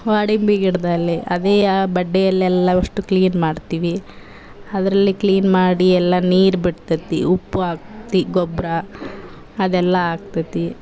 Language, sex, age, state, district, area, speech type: Kannada, female, 30-45, Karnataka, Vijayanagara, rural, spontaneous